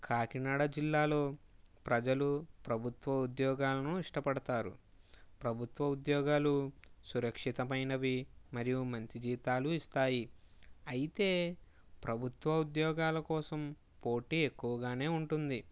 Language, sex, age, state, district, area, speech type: Telugu, male, 30-45, Andhra Pradesh, Kakinada, rural, spontaneous